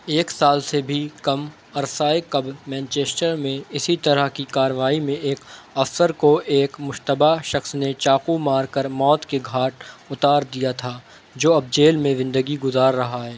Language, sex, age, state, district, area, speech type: Urdu, male, 18-30, Uttar Pradesh, Shahjahanpur, rural, read